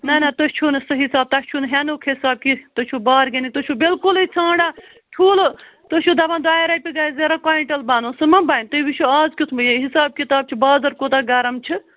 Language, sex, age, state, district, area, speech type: Kashmiri, female, 30-45, Jammu and Kashmir, Bandipora, rural, conversation